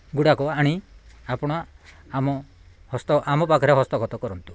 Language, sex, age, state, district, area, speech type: Odia, male, 45-60, Odisha, Nabarangpur, rural, spontaneous